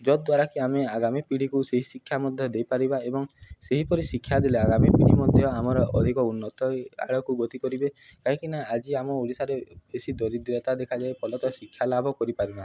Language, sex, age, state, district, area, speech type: Odia, male, 18-30, Odisha, Nuapada, urban, spontaneous